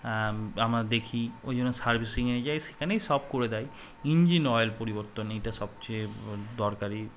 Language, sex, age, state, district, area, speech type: Bengali, male, 18-30, West Bengal, Malda, urban, spontaneous